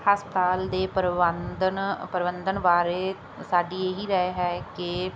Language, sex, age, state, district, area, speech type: Punjabi, female, 30-45, Punjab, Mansa, rural, spontaneous